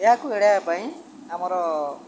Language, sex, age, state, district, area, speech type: Odia, male, 60+, Odisha, Jagatsinghpur, rural, spontaneous